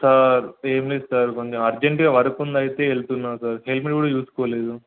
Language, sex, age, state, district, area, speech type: Telugu, male, 18-30, Telangana, Hanamkonda, urban, conversation